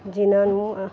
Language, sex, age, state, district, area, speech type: Punjabi, female, 30-45, Punjab, Gurdaspur, urban, spontaneous